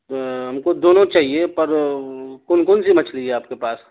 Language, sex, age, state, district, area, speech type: Urdu, male, 18-30, Bihar, Darbhanga, urban, conversation